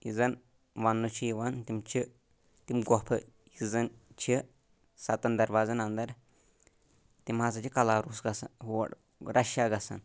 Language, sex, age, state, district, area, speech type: Kashmiri, male, 18-30, Jammu and Kashmir, Anantnag, rural, spontaneous